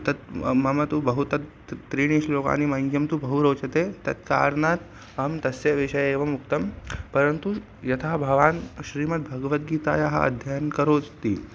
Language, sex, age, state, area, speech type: Sanskrit, male, 18-30, Madhya Pradesh, rural, spontaneous